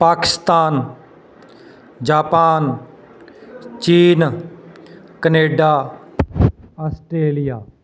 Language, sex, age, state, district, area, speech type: Punjabi, male, 30-45, Punjab, Patiala, urban, spontaneous